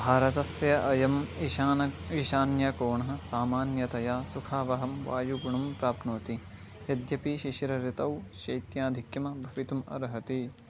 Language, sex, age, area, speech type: Sanskrit, male, 18-30, rural, read